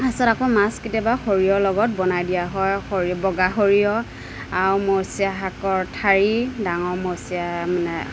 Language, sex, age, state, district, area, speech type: Assamese, female, 30-45, Assam, Nagaon, rural, spontaneous